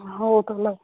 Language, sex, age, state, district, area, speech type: Odia, female, 45-60, Odisha, Angul, rural, conversation